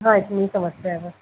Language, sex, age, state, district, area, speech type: Hindi, female, 18-30, Madhya Pradesh, Harda, rural, conversation